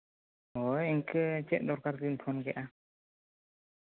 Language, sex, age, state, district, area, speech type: Santali, male, 18-30, West Bengal, Bankura, rural, conversation